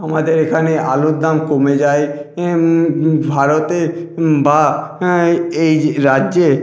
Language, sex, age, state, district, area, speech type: Bengali, male, 30-45, West Bengal, Nadia, rural, spontaneous